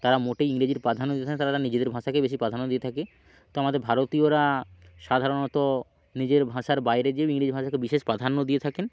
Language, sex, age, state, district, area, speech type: Bengali, male, 45-60, West Bengal, Hooghly, urban, spontaneous